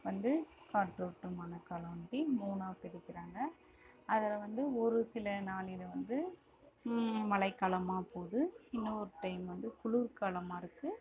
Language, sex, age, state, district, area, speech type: Tamil, female, 45-60, Tamil Nadu, Dharmapuri, rural, spontaneous